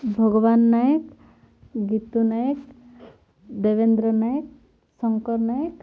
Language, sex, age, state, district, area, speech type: Odia, female, 18-30, Odisha, Koraput, urban, spontaneous